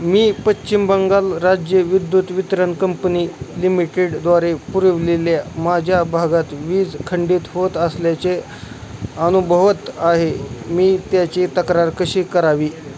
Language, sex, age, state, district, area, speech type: Marathi, male, 18-30, Maharashtra, Osmanabad, rural, read